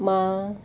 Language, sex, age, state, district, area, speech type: Goan Konkani, female, 30-45, Goa, Murmgao, rural, spontaneous